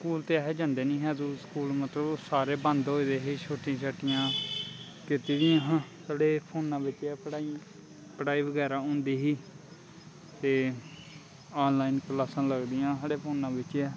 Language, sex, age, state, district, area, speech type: Dogri, male, 18-30, Jammu and Kashmir, Kathua, rural, spontaneous